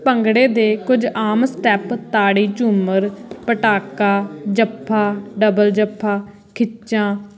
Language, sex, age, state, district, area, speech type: Punjabi, female, 18-30, Punjab, Fazilka, rural, spontaneous